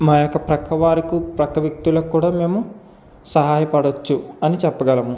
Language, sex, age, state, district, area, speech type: Telugu, male, 45-60, Andhra Pradesh, East Godavari, rural, spontaneous